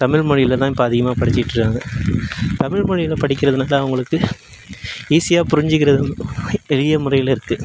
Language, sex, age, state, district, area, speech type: Tamil, male, 18-30, Tamil Nadu, Nagapattinam, urban, spontaneous